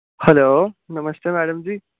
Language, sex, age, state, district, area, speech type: Dogri, male, 18-30, Jammu and Kashmir, Samba, urban, conversation